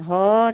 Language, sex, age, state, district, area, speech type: Marathi, female, 45-60, Maharashtra, Washim, rural, conversation